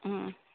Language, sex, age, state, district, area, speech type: Odia, female, 30-45, Odisha, Jagatsinghpur, rural, conversation